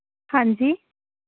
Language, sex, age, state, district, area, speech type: Punjabi, female, 18-30, Punjab, Fazilka, rural, conversation